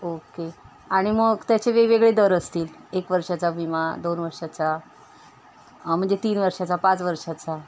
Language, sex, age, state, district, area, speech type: Marathi, female, 30-45, Maharashtra, Ratnagiri, rural, spontaneous